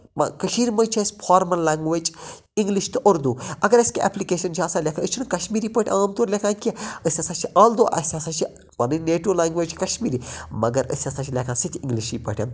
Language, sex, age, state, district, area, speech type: Kashmiri, male, 30-45, Jammu and Kashmir, Budgam, rural, spontaneous